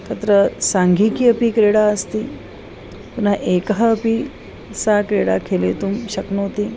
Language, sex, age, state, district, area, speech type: Sanskrit, female, 45-60, Maharashtra, Nagpur, urban, spontaneous